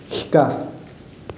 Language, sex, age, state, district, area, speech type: Assamese, male, 18-30, Assam, Nagaon, rural, read